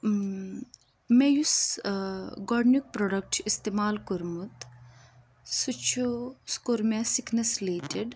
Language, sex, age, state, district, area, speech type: Kashmiri, female, 18-30, Jammu and Kashmir, Pulwama, rural, spontaneous